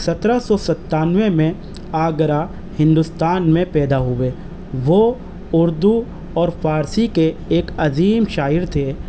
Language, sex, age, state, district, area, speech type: Urdu, male, 30-45, Delhi, East Delhi, urban, spontaneous